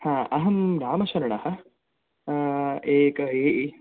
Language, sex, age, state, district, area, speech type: Sanskrit, male, 18-30, Karnataka, Dakshina Kannada, rural, conversation